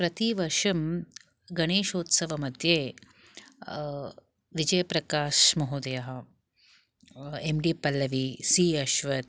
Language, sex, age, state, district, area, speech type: Sanskrit, female, 30-45, Karnataka, Bangalore Urban, urban, spontaneous